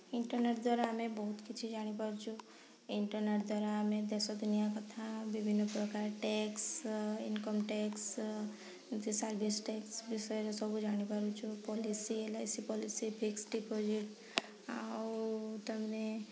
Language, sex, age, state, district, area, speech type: Odia, female, 30-45, Odisha, Mayurbhanj, rural, spontaneous